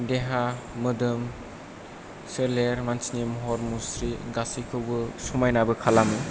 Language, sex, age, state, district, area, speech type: Bodo, male, 18-30, Assam, Kokrajhar, rural, spontaneous